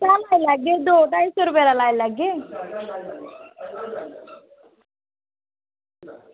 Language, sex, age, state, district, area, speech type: Dogri, female, 30-45, Jammu and Kashmir, Samba, rural, conversation